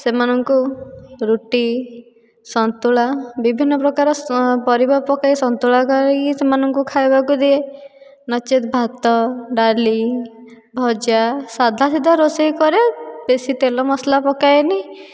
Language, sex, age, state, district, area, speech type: Odia, female, 18-30, Odisha, Dhenkanal, rural, spontaneous